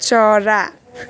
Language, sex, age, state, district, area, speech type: Nepali, female, 18-30, West Bengal, Jalpaiguri, rural, read